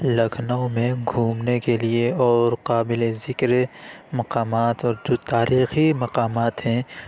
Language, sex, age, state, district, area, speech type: Urdu, male, 60+, Uttar Pradesh, Lucknow, rural, spontaneous